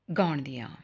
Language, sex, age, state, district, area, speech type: Punjabi, female, 45-60, Punjab, Ludhiana, urban, spontaneous